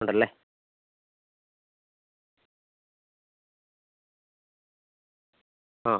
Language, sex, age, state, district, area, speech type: Malayalam, male, 45-60, Kerala, Wayanad, rural, conversation